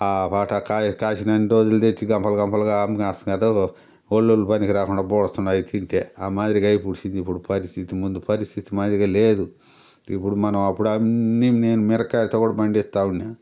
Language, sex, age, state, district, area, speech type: Telugu, male, 60+, Andhra Pradesh, Sri Balaji, urban, spontaneous